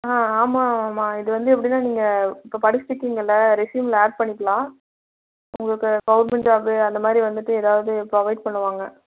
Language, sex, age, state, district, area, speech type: Tamil, female, 18-30, Tamil Nadu, Erode, rural, conversation